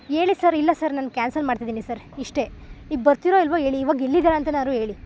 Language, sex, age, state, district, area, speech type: Kannada, female, 18-30, Karnataka, Chikkamagaluru, rural, spontaneous